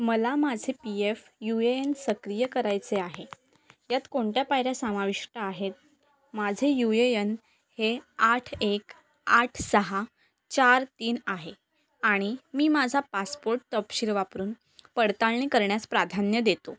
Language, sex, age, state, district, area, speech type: Marathi, female, 18-30, Maharashtra, Palghar, rural, read